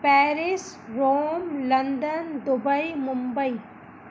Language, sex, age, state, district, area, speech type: Sindhi, female, 30-45, Madhya Pradesh, Katni, urban, spontaneous